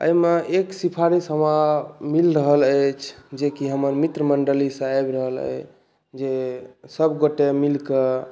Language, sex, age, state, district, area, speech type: Maithili, male, 18-30, Bihar, Saharsa, urban, spontaneous